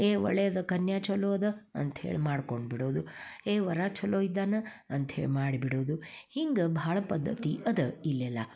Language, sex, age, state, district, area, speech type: Kannada, female, 60+, Karnataka, Dharwad, rural, spontaneous